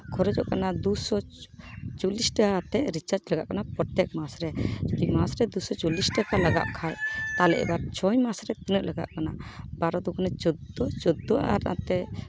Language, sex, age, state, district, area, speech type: Santali, female, 30-45, West Bengal, Malda, rural, spontaneous